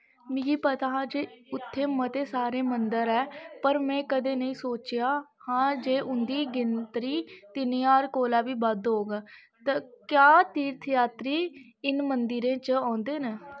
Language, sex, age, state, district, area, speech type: Dogri, female, 18-30, Jammu and Kashmir, Kathua, rural, read